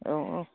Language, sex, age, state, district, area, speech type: Bodo, male, 30-45, Assam, Udalguri, rural, conversation